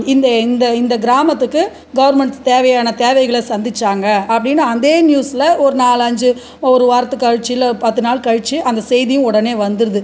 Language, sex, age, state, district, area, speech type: Tamil, female, 45-60, Tamil Nadu, Cuddalore, rural, spontaneous